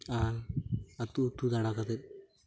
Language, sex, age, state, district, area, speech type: Santali, male, 18-30, West Bengal, Purulia, rural, spontaneous